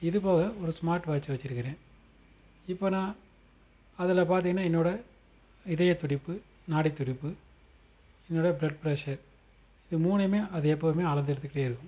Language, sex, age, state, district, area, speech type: Tamil, male, 30-45, Tamil Nadu, Madurai, urban, spontaneous